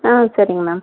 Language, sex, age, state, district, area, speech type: Tamil, female, 45-60, Tamil Nadu, Erode, rural, conversation